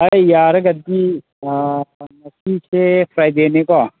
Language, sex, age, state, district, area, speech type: Manipuri, male, 18-30, Manipur, Kangpokpi, urban, conversation